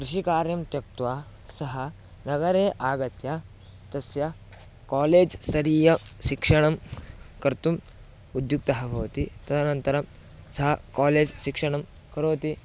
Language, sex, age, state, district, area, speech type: Sanskrit, male, 18-30, Karnataka, Bidar, rural, spontaneous